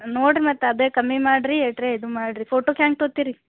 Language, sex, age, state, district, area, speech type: Kannada, female, 18-30, Karnataka, Gulbarga, urban, conversation